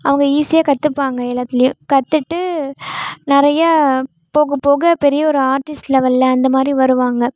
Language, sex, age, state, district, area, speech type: Tamil, female, 18-30, Tamil Nadu, Thanjavur, rural, spontaneous